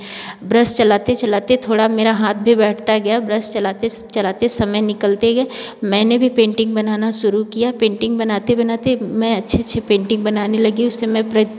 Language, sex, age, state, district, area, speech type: Hindi, female, 45-60, Uttar Pradesh, Varanasi, rural, spontaneous